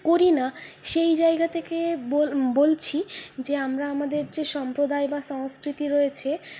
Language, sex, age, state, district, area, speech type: Bengali, female, 45-60, West Bengal, Purulia, urban, spontaneous